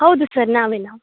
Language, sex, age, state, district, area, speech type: Kannada, female, 18-30, Karnataka, Uttara Kannada, rural, conversation